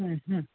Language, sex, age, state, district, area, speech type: Bengali, female, 60+, West Bengal, Jhargram, rural, conversation